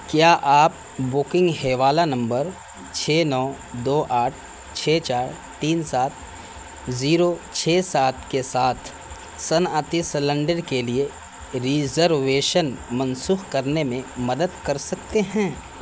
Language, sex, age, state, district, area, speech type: Urdu, male, 18-30, Bihar, Saharsa, rural, read